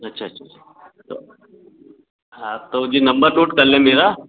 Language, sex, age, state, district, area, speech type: Hindi, male, 45-60, Madhya Pradesh, Gwalior, rural, conversation